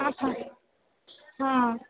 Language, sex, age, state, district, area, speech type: Gujarati, female, 18-30, Gujarat, Valsad, rural, conversation